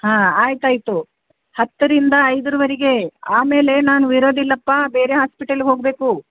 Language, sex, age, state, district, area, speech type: Kannada, female, 60+, Karnataka, Bidar, urban, conversation